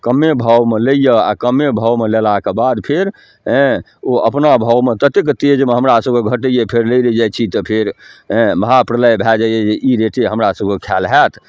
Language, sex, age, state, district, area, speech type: Maithili, male, 45-60, Bihar, Darbhanga, rural, spontaneous